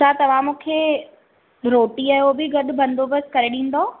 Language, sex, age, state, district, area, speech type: Sindhi, female, 18-30, Maharashtra, Thane, urban, conversation